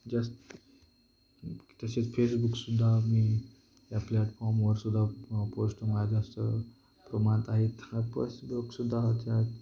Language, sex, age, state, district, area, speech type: Marathi, male, 18-30, Maharashtra, Beed, rural, spontaneous